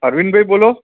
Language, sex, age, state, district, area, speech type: Gujarati, male, 45-60, Gujarat, Anand, urban, conversation